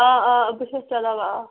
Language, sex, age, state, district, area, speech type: Kashmiri, female, 18-30, Jammu and Kashmir, Bandipora, rural, conversation